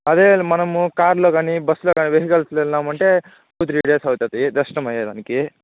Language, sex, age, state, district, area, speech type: Telugu, male, 18-30, Andhra Pradesh, Chittoor, rural, conversation